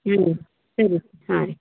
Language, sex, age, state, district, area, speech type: Kannada, female, 30-45, Karnataka, Bidar, urban, conversation